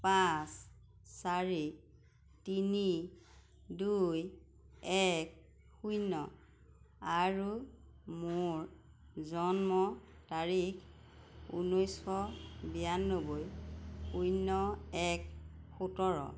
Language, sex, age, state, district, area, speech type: Assamese, female, 45-60, Assam, Majuli, rural, read